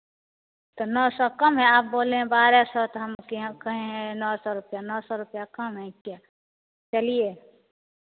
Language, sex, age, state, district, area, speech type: Hindi, female, 45-60, Bihar, Begusarai, urban, conversation